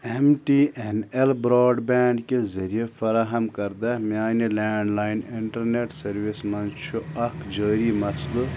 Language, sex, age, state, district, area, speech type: Kashmiri, male, 18-30, Jammu and Kashmir, Bandipora, rural, read